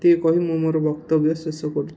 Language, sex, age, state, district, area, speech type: Odia, male, 18-30, Odisha, Ganjam, urban, spontaneous